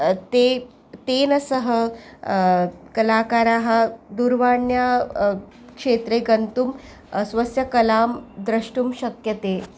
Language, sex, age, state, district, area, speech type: Sanskrit, female, 45-60, Maharashtra, Nagpur, urban, spontaneous